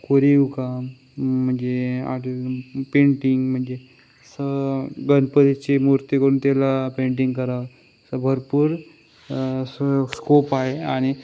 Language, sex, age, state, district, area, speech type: Marathi, male, 18-30, Maharashtra, Sindhudurg, rural, spontaneous